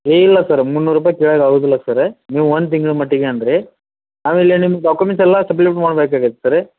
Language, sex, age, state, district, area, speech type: Kannada, male, 45-60, Karnataka, Dharwad, rural, conversation